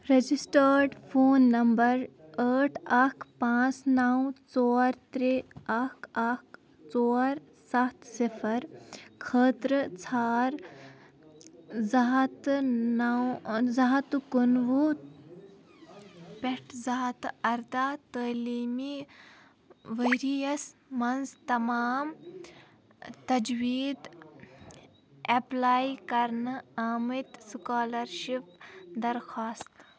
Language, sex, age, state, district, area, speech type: Kashmiri, female, 18-30, Jammu and Kashmir, Baramulla, rural, read